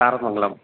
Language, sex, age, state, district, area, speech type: Tamil, male, 30-45, Tamil Nadu, Salem, urban, conversation